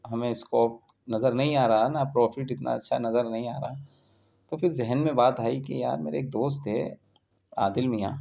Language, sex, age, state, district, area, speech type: Urdu, male, 18-30, Delhi, Central Delhi, urban, spontaneous